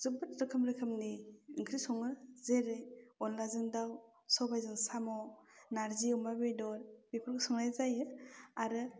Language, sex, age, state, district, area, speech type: Bodo, female, 30-45, Assam, Udalguri, rural, spontaneous